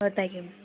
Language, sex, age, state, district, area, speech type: Tamil, female, 18-30, Tamil Nadu, Madurai, urban, conversation